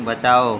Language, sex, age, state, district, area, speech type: Hindi, male, 18-30, Uttar Pradesh, Mau, urban, read